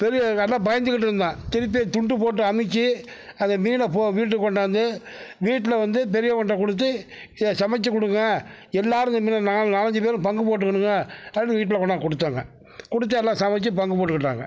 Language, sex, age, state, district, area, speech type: Tamil, male, 60+, Tamil Nadu, Mayiladuthurai, urban, spontaneous